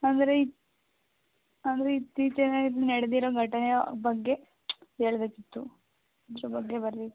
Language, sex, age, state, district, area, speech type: Kannada, female, 60+, Karnataka, Tumkur, rural, conversation